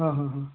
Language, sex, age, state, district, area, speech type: Marathi, male, 60+, Maharashtra, Osmanabad, rural, conversation